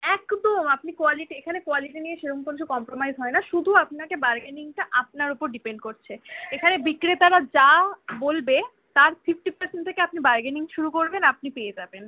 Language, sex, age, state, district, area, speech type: Bengali, female, 18-30, West Bengal, Kolkata, urban, conversation